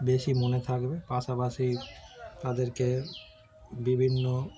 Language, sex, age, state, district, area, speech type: Bengali, male, 30-45, West Bengal, Darjeeling, urban, spontaneous